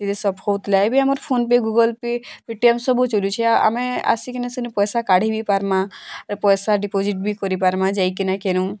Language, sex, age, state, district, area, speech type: Odia, female, 18-30, Odisha, Bargarh, urban, spontaneous